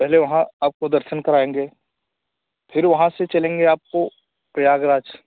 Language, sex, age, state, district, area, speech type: Hindi, male, 18-30, Uttar Pradesh, Jaunpur, urban, conversation